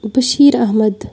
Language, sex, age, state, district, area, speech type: Kashmiri, female, 30-45, Jammu and Kashmir, Bandipora, rural, spontaneous